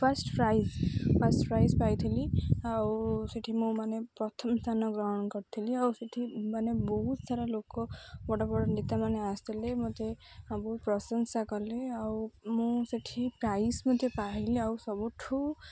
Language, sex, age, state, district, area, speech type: Odia, female, 18-30, Odisha, Jagatsinghpur, rural, spontaneous